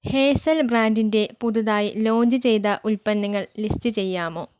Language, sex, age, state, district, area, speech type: Malayalam, female, 18-30, Kerala, Wayanad, rural, read